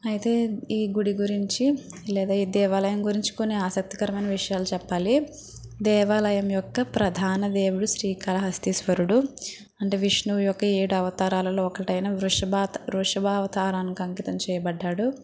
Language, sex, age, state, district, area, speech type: Telugu, female, 45-60, Andhra Pradesh, East Godavari, rural, spontaneous